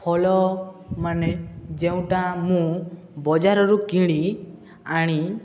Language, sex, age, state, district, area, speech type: Odia, male, 18-30, Odisha, Subarnapur, urban, spontaneous